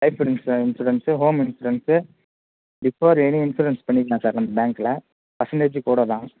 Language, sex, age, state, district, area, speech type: Tamil, male, 18-30, Tamil Nadu, Kallakurichi, rural, conversation